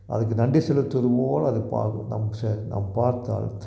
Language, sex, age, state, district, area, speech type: Tamil, male, 60+, Tamil Nadu, Tiruppur, rural, spontaneous